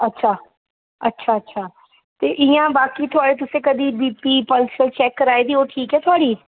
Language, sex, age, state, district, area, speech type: Dogri, female, 30-45, Jammu and Kashmir, Reasi, urban, conversation